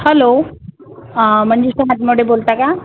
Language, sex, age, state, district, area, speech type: Marathi, female, 45-60, Maharashtra, Wardha, urban, conversation